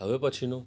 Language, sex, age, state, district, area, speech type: Gujarati, male, 30-45, Gujarat, Surat, urban, read